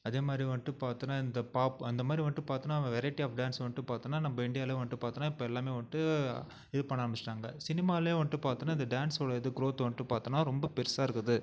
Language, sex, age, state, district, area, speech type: Tamil, male, 30-45, Tamil Nadu, Viluppuram, urban, spontaneous